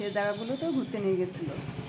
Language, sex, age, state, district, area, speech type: Bengali, female, 45-60, West Bengal, Uttar Dinajpur, urban, spontaneous